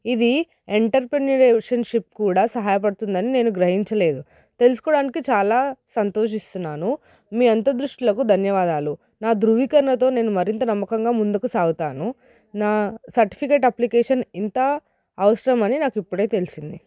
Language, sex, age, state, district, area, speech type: Telugu, female, 18-30, Telangana, Hyderabad, urban, spontaneous